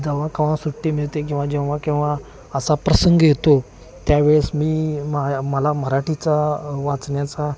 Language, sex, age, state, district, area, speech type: Marathi, male, 30-45, Maharashtra, Kolhapur, urban, spontaneous